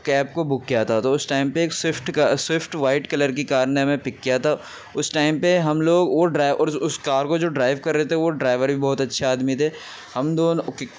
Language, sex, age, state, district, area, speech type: Urdu, male, 18-30, Uttar Pradesh, Gautam Buddha Nagar, rural, spontaneous